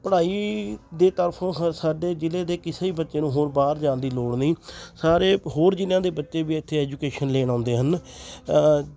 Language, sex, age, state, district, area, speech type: Punjabi, male, 30-45, Punjab, Fatehgarh Sahib, rural, spontaneous